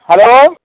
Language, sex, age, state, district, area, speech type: Nepali, male, 60+, West Bengal, Jalpaiguri, urban, conversation